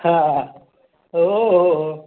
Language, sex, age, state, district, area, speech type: Marathi, male, 45-60, Maharashtra, Raigad, rural, conversation